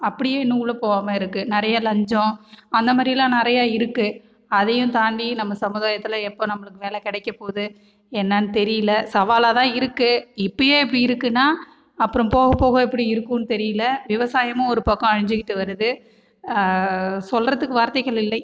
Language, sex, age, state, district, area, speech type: Tamil, female, 45-60, Tamil Nadu, Cuddalore, rural, spontaneous